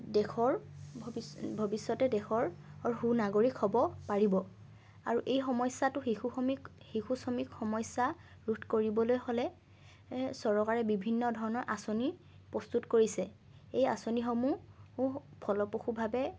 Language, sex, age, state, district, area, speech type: Assamese, female, 18-30, Assam, Lakhimpur, rural, spontaneous